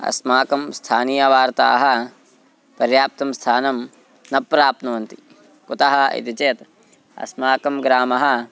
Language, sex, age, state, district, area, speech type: Sanskrit, male, 18-30, Karnataka, Haveri, rural, spontaneous